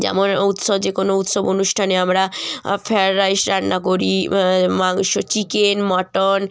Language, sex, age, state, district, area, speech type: Bengali, female, 30-45, West Bengal, Jalpaiguri, rural, spontaneous